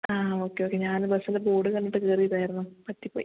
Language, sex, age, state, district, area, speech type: Malayalam, female, 18-30, Kerala, Wayanad, rural, conversation